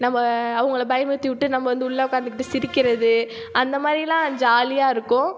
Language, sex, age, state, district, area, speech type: Tamil, female, 30-45, Tamil Nadu, Ariyalur, rural, spontaneous